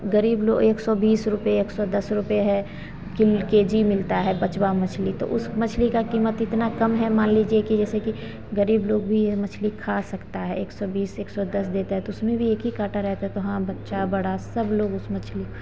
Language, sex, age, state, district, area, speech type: Hindi, female, 30-45, Bihar, Begusarai, rural, spontaneous